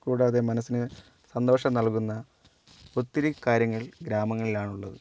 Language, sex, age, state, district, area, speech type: Malayalam, female, 18-30, Kerala, Wayanad, rural, spontaneous